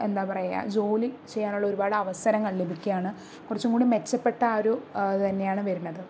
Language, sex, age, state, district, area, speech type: Malayalam, female, 45-60, Kerala, Palakkad, rural, spontaneous